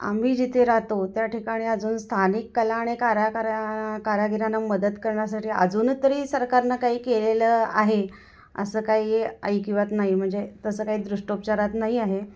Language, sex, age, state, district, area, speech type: Marathi, female, 45-60, Maharashtra, Kolhapur, rural, spontaneous